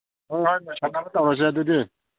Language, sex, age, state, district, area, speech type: Manipuri, male, 45-60, Manipur, Imphal East, rural, conversation